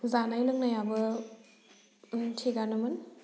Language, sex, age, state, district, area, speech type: Bodo, female, 18-30, Assam, Udalguri, rural, spontaneous